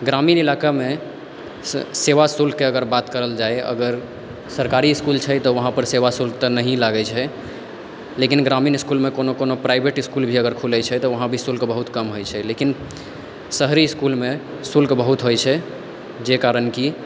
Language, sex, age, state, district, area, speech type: Maithili, male, 18-30, Bihar, Purnia, rural, spontaneous